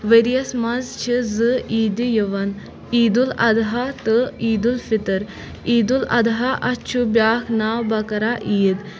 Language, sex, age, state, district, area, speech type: Kashmiri, female, 18-30, Jammu and Kashmir, Kulgam, rural, spontaneous